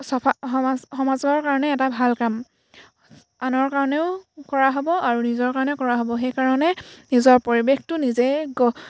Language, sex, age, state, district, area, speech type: Assamese, female, 18-30, Assam, Sivasagar, rural, spontaneous